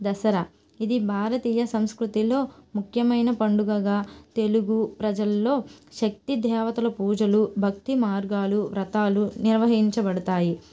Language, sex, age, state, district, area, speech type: Telugu, female, 18-30, Andhra Pradesh, Nellore, rural, spontaneous